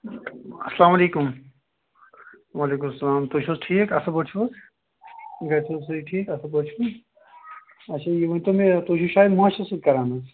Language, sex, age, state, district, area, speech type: Kashmiri, male, 45-60, Jammu and Kashmir, Kupwara, urban, conversation